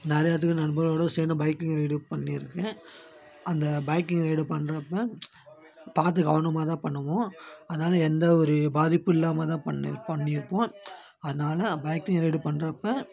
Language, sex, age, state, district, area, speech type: Tamil, male, 18-30, Tamil Nadu, Namakkal, rural, spontaneous